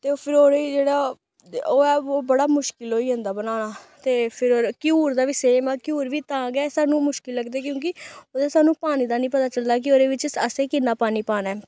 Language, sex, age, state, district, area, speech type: Dogri, female, 18-30, Jammu and Kashmir, Samba, rural, spontaneous